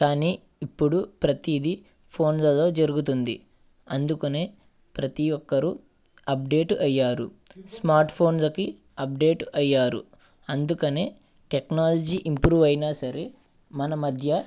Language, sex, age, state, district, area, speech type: Telugu, male, 45-60, Andhra Pradesh, Eluru, rural, spontaneous